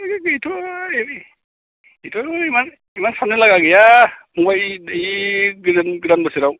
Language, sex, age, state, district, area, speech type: Bodo, male, 45-60, Assam, Baksa, rural, conversation